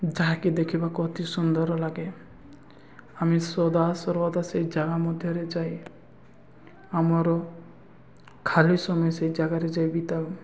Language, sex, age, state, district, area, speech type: Odia, male, 18-30, Odisha, Nabarangpur, urban, spontaneous